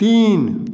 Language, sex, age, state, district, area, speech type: Hindi, male, 45-60, Bihar, Samastipur, rural, read